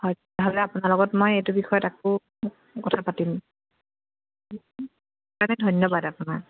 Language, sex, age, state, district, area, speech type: Assamese, female, 30-45, Assam, Majuli, urban, conversation